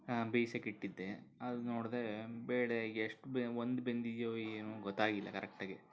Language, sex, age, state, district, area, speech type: Kannada, male, 45-60, Karnataka, Bangalore Urban, urban, spontaneous